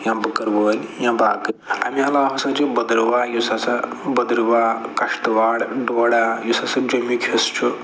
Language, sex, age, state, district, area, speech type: Kashmiri, male, 45-60, Jammu and Kashmir, Budgam, rural, spontaneous